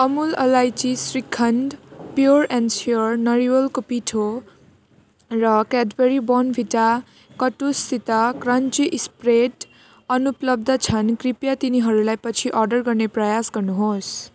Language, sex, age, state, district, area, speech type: Nepali, female, 18-30, West Bengal, Jalpaiguri, rural, read